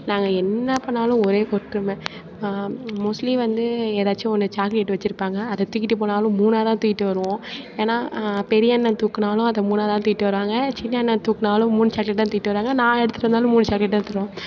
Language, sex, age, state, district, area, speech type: Tamil, female, 18-30, Tamil Nadu, Mayiladuthurai, rural, spontaneous